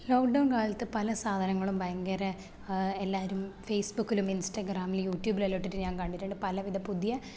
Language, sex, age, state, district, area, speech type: Malayalam, female, 18-30, Kerala, Thrissur, rural, spontaneous